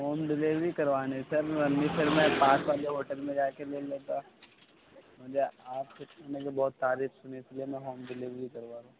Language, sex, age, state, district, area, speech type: Urdu, male, 18-30, Uttar Pradesh, Gautam Buddha Nagar, urban, conversation